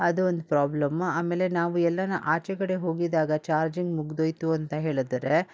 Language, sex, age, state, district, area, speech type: Kannada, female, 60+, Karnataka, Bangalore Urban, rural, spontaneous